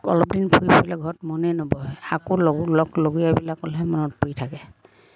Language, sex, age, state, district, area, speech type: Assamese, female, 45-60, Assam, Lakhimpur, rural, spontaneous